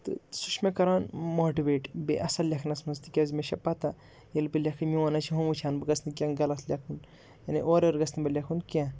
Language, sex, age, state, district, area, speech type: Kashmiri, male, 18-30, Jammu and Kashmir, Budgam, rural, spontaneous